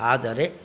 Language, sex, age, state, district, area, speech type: Kannada, male, 45-60, Karnataka, Bangalore Rural, rural, spontaneous